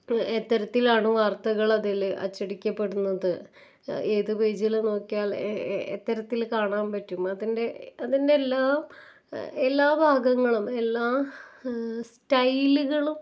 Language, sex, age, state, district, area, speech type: Malayalam, female, 30-45, Kerala, Ernakulam, rural, spontaneous